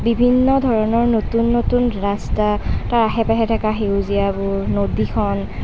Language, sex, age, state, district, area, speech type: Assamese, female, 18-30, Assam, Nalbari, rural, spontaneous